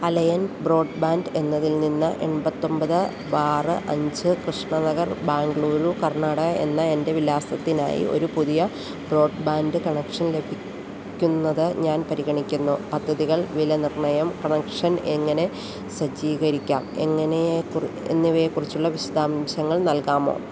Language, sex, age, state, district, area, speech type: Malayalam, female, 30-45, Kerala, Idukki, rural, read